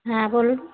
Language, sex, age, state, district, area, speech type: Bengali, female, 45-60, West Bengal, Darjeeling, urban, conversation